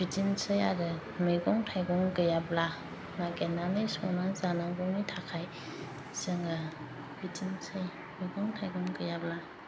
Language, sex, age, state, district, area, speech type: Bodo, female, 45-60, Assam, Chirang, urban, spontaneous